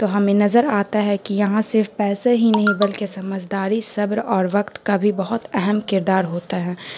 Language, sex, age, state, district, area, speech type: Urdu, female, 18-30, Bihar, Gaya, urban, spontaneous